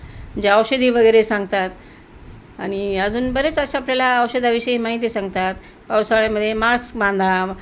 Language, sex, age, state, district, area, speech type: Marathi, female, 60+, Maharashtra, Nanded, urban, spontaneous